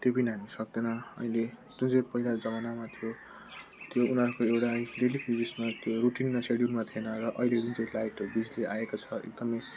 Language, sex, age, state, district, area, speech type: Nepali, male, 30-45, West Bengal, Jalpaiguri, rural, spontaneous